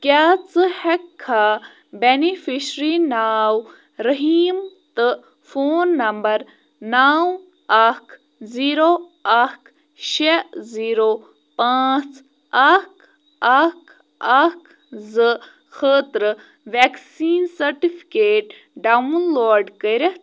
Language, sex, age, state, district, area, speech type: Kashmiri, female, 18-30, Jammu and Kashmir, Bandipora, rural, read